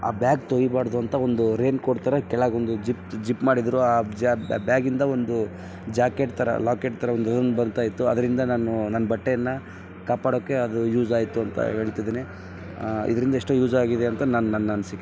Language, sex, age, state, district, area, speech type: Kannada, male, 18-30, Karnataka, Raichur, urban, spontaneous